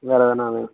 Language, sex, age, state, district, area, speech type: Tamil, male, 18-30, Tamil Nadu, Vellore, rural, conversation